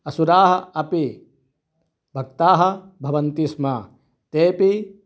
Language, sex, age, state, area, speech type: Sanskrit, male, 30-45, Maharashtra, urban, spontaneous